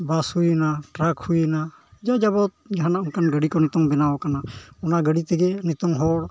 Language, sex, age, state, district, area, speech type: Santali, male, 45-60, Jharkhand, East Singhbhum, rural, spontaneous